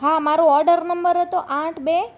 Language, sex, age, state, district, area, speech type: Gujarati, female, 30-45, Gujarat, Rajkot, urban, spontaneous